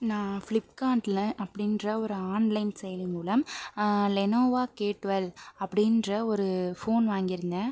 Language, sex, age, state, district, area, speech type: Tamil, female, 18-30, Tamil Nadu, Pudukkottai, rural, spontaneous